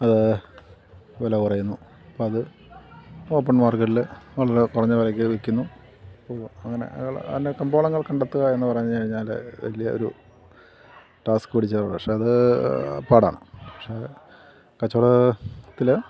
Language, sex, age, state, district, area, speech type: Malayalam, male, 45-60, Kerala, Kottayam, rural, spontaneous